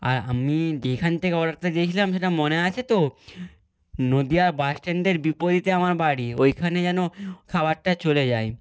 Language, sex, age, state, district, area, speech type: Bengali, male, 18-30, West Bengal, Nadia, rural, spontaneous